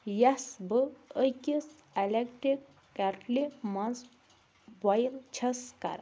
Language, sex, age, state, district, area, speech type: Kashmiri, female, 30-45, Jammu and Kashmir, Anantnag, rural, spontaneous